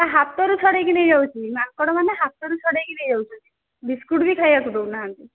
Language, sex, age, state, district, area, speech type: Odia, female, 45-60, Odisha, Dhenkanal, rural, conversation